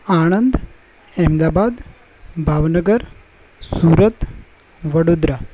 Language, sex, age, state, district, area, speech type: Gujarati, male, 18-30, Gujarat, Anand, rural, spontaneous